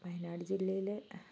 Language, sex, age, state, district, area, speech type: Malayalam, female, 18-30, Kerala, Wayanad, rural, spontaneous